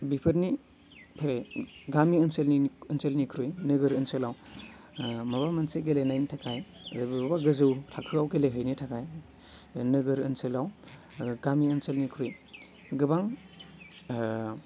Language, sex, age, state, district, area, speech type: Bodo, male, 18-30, Assam, Baksa, rural, spontaneous